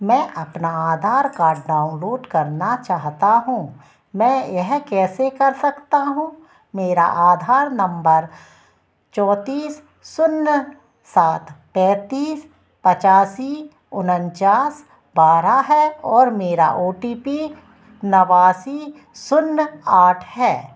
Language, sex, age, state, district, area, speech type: Hindi, female, 45-60, Madhya Pradesh, Narsinghpur, rural, read